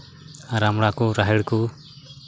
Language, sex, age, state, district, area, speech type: Santali, male, 30-45, West Bengal, Malda, rural, spontaneous